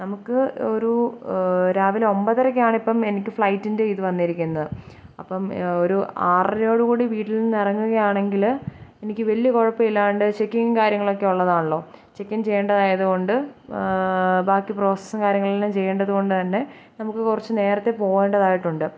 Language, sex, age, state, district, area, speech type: Malayalam, female, 18-30, Kerala, Kottayam, rural, spontaneous